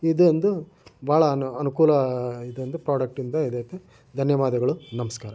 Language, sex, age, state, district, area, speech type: Kannada, male, 45-60, Karnataka, Chitradurga, rural, spontaneous